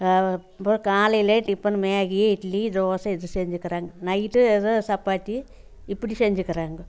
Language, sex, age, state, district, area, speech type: Tamil, female, 60+, Tamil Nadu, Coimbatore, rural, spontaneous